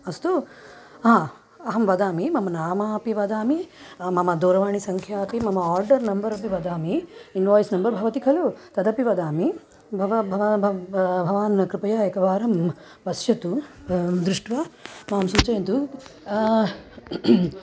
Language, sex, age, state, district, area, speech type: Sanskrit, female, 30-45, Andhra Pradesh, Krishna, urban, spontaneous